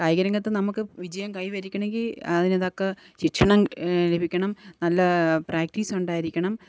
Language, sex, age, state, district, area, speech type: Malayalam, female, 45-60, Kerala, Pathanamthitta, rural, spontaneous